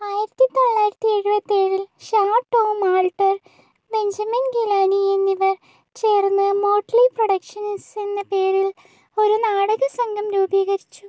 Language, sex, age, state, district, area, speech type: Malayalam, female, 45-60, Kerala, Kozhikode, urban, read